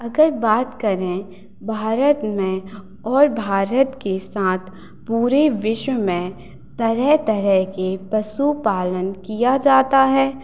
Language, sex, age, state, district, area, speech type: Hindi, female, 18-30, Madhya Pradesh, Hoshangabad, rural, spontaneous